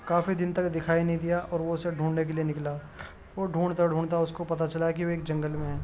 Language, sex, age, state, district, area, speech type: Urdu, male, 18-30, Uttar Pradesh, Gautam Buddha Nagar, urban, spontaneous